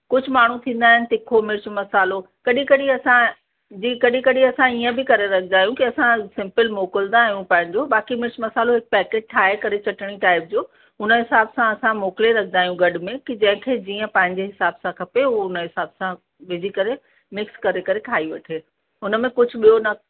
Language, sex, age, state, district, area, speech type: Sindhi, female, 45-60, Uttar Pradesh, Lucknow, urban, conversation